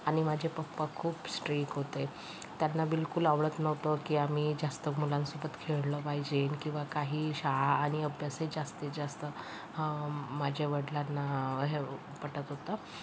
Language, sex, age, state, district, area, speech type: Marathi, female, 60+, Maharashtra, Yavatmal, rural, spontaneous